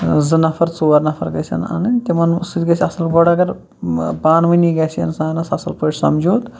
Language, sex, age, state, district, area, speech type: Kashmiri, male, 30-45, Jammu and Kashmir, Shopian, rural, spontaneous